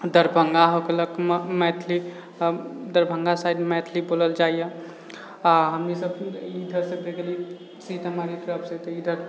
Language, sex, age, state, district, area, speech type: Maithili, male, 18-30, Bihar, Sitamarhi, urban, spontaneous